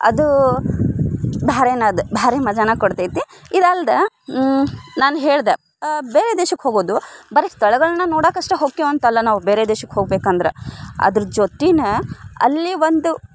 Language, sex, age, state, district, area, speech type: Kannada, female, 18-30, Karnataka, Dharwad, rural, spontaneous